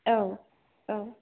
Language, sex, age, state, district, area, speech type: Bodo, female, 18-30, Assam, Chirang, urban, conversation